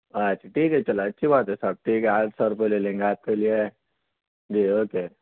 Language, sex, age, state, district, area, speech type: Urdu, male, 18-30, Telangana, Hyderabad, urban, conversation